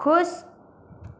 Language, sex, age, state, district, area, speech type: Hindi, female, 18-30, Madhya Pradesh, Bhopal, urban, read